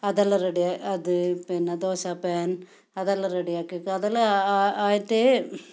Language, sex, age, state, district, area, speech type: Malayalam, female, 45-60, Kerala, Kasaragod, rural, spontaneous